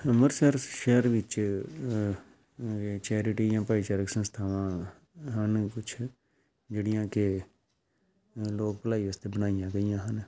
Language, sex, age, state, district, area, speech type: Punjabi, male, 45-60, Punjab, Amritsar, urban, spontaneous